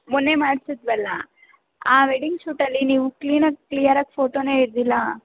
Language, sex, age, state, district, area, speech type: Kannada, female, 18-30, Karnataka, Bangalore Urban, urban, conversation